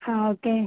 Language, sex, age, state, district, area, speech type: Tamil, female, 18-30, Tamil Nadu, Viluppuram, rural, conversation